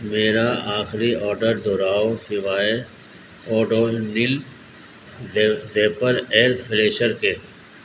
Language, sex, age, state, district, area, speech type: Urdu, male, 60+, Delhi, Central Delhi, urban, read